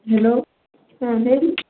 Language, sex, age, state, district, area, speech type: Kannada, female, 18-30, Karnataka, Hassan, rural, conversation